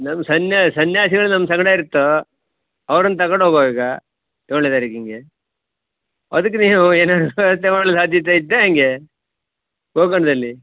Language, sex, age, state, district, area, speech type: Kannada, male, 45-60, Karnataka, Uttara Kannada, rural, conversation